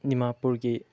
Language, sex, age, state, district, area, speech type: Manipuri, male, 18-30, Manipur, Chandel, rural, spontaneous